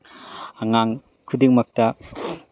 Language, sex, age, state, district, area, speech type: Manipuri, male, 30-45, Manipur, Tengnoupal, urban, spontaneous